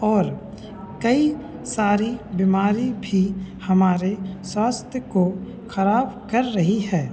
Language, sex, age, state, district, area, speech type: Hindi, male, 18-30, Madhya Pradesh, Hoshangabad, rural, spontaneous